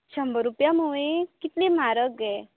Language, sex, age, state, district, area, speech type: Goan Konkani, female, 18-30, Goa, Bardez, rural, conversation